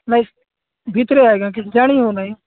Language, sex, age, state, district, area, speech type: Odia, male, 18-30, Odisha, Nabarangpur, urban, conversation